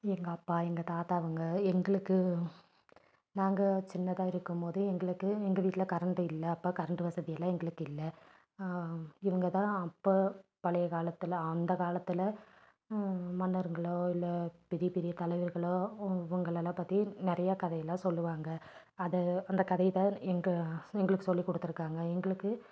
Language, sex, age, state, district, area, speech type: Tamil, female, 30-45, Tamil Nadu, Nilgiris, rural, spontaneous